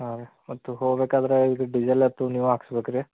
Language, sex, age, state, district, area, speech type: Kannada, male, 30-45, Karnataka, Belgaum, rural, conversation